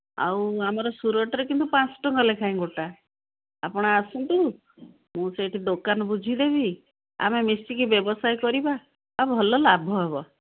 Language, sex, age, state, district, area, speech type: Odia, female, 60+, Odisha, Gajapati, rural, conversation